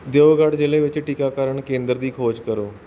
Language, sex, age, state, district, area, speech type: Punjabi, male, 45-60, Punjab, Bathinda, urban, read